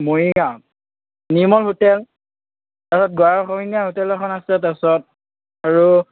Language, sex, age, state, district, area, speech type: Assamese, male, 18-30, Assam, Morigaon, rural, conversation